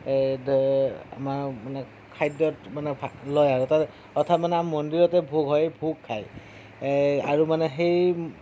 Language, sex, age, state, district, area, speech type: Assamese, male, 30-45, Assam, Darrang, rural, spontaneous